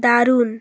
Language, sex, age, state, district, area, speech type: Bengali, female, 30-45, West Bengal, Bankura, urban, read